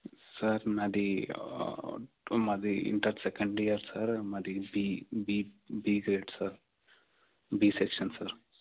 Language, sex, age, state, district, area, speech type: Telugu, male, 18-30, Telangana, Medchal, rural, conversation